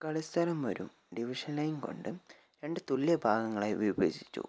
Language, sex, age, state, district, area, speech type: Malayalam, male, 18-30, Kerala, Wayanad, rural, read